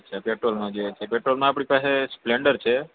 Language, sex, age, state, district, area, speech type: Gujarati, male, 18-30, Gujarat, Junagadh, urban, conversation